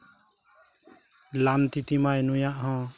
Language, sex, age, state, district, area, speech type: Santali, male, 30-45, West Bengal, Purulia, rural, spontaneous